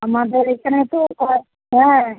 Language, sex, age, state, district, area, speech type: Bengali, female, 60+, West Bengal, Kolkata, urban, conversation